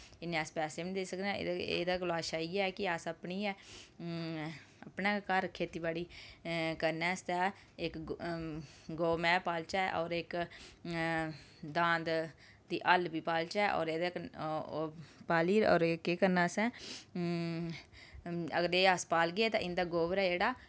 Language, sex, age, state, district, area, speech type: Dogri, female, 30-45, Jammu and Kashmir, Udhampur, rural, spontaneous